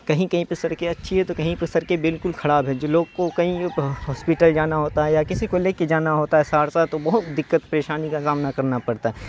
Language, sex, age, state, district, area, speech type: Urdu, male, 18-30, Bihar, Saharsa, rural, spontaneous